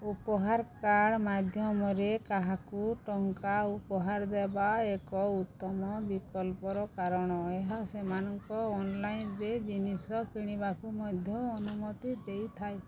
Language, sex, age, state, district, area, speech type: Odia, female, 45-60, Odisha, Bargarh, urban, read